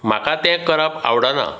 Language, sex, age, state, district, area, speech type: Goan Konkani, male, 60+, Goa, Bardez, rural, spontaneous